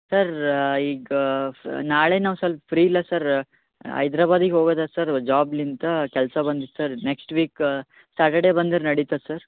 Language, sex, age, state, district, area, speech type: Kannada, male, 18-30, Karnataka, Yadgir, urban, conversation